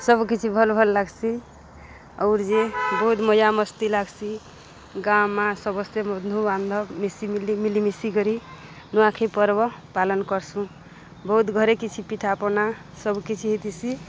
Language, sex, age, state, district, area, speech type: Odia, female, 45-60, Odisha, Balangir, urban, spontaneous